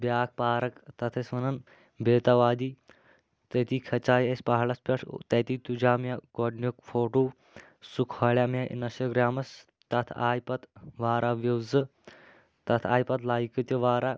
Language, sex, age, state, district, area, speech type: Kashmiri, male, 18-30, Jammu and Kashmir, Kulgam, rural, spontaneous